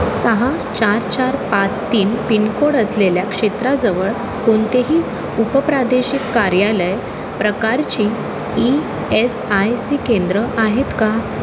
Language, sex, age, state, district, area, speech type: Marathi, female, 18-30, Maharashtra, Mumbai City, urban, read